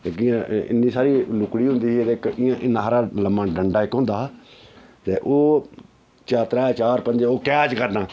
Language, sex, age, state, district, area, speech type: Dogri, male, 45-60, Jammu and Kashmir, Udhampur, rural, spontaneous